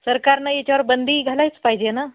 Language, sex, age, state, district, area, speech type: Marathi, female, 30-45, Maharashtra, Hingoli, urban, conversation